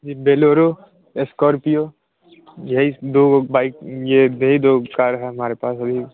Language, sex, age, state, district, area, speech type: Hindi, male, 18-30, Bihar, Samastipur, rural, conversation